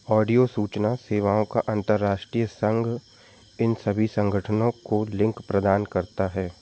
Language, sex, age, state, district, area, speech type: Hindi, male, 18-30, Madhya Pradesh, Jabalpur, urban, read